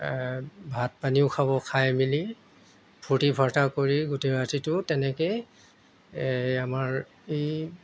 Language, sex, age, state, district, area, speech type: Assamese, male, 60+, Assam, Golaghat, urban, spontaneous